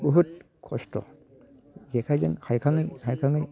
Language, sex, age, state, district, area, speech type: Bodo, male, 60+, Assam, Chirang, rural, spontaneous